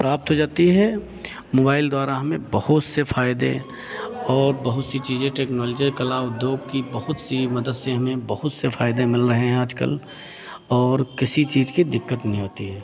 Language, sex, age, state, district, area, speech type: Hindi, male, 45-60, Uttar Pradesh, Hardoi, rural, spontaneous